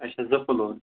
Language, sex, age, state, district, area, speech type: Kashmiri, male, 18-30, Jammu and Kashmir, Baramulla, rural, conversation